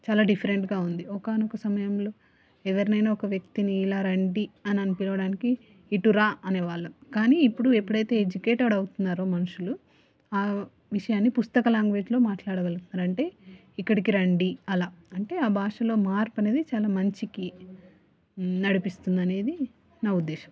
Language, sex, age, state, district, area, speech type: Telugu, female, 30-45, Telangana, Hanamkonda, urban, spontaneous